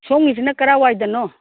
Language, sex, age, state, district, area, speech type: Manipuri, female, 60+, Manipur, Imphal East, rural, conversation